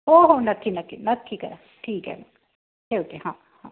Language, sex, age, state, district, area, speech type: Marathi, female, 30-45, Maharashtra, Amravati, rural, conversation